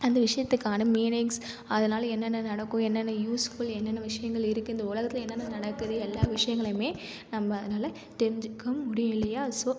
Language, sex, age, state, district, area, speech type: Tamil, female, 30-45, Tamil Nadu, Cuddalore, rural, spontaneous